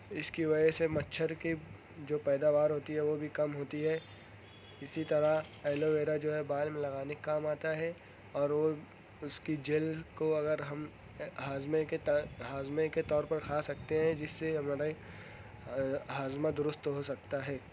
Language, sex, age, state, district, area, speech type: Urdu, male, 18-30, Maharashtra, Nashik, urban, spontaneous